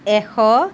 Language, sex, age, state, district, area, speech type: Assamese, female, 45-60, Assam, Lakhimpur, rural, spontaneous